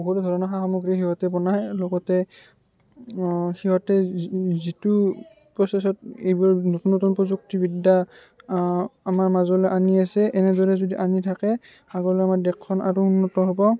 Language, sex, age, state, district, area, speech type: Assamese, male, 18-30, Assam, Barpeta, rural, spontaneous